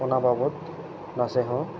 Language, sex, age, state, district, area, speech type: Santali, male, 18-30, West Bengal, Bankura, rural, spontaneous